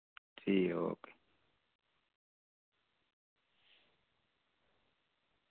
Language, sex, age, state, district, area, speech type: Dogri, male, 45-60, Jammu and Kashmir, Reasi, rural, conversation